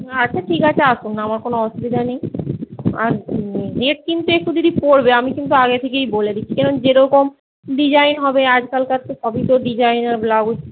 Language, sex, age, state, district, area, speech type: Bengali, female, 45-60, West Bengal, Paschim Medinipur, rural, conversation